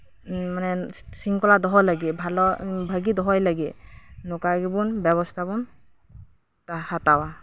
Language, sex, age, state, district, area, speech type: Santali, female, 18-30, West Bengal, Birbhum, rural, spontaneous